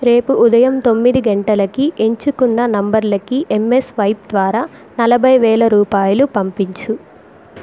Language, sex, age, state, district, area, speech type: Telugu, female, 18-30, Andhra Pradesh, Chittoor, rural, read